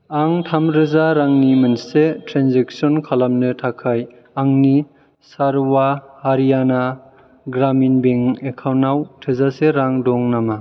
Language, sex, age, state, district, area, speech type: Bodo, male, 18-30, Assam, Chirang, urban, read